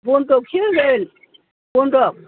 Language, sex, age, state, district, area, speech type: Bodo, female, 60+, Assam, Kokrajhar, urban, conversation